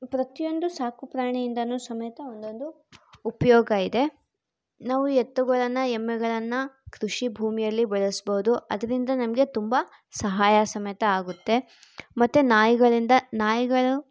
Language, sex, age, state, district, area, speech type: Kannada, female, 18-30, Karnataka, Chitradurga, urban, spontaneous